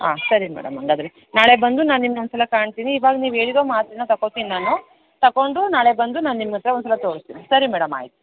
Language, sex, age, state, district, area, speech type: Kannada, female, 30-45, Karnataka, Mandya, rural, conversation